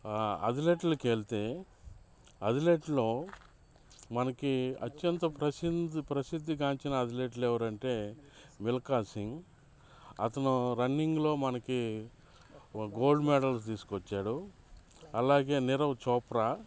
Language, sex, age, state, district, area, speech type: Telugu, male, 30-45, Andhra Pradesh, Bapatla, urban, spontaneous